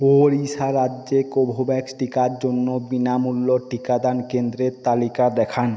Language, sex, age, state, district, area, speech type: Bengali, male, 30-45, West Bengal, Jhargram, rural, read